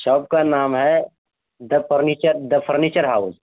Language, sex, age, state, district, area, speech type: Urdu, male, 18-30, Bihar, Araria, rural, conversation